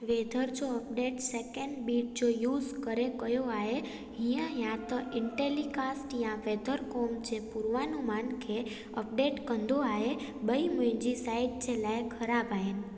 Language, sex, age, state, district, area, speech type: Sindhi, female, 18-30, Gujarat, Junagadh, rural, read